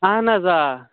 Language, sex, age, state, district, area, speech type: Kashmiri, male, 18-30, Jammu and Kashmir, Kulgam, urban, conversation